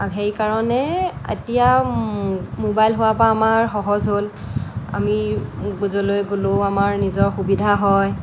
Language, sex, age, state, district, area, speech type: Assamese, female, 30-45, Assam, Lakhimpur, rural, spontaneous